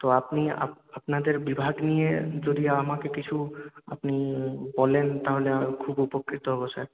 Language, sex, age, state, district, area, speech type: Bengali, male, 18-30, West Bengal, Purulia, urban, conversation